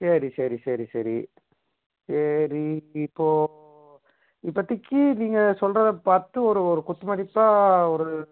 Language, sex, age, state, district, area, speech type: Tamil, male, 45-60, Tamil Nadu, Erode, urban, conversation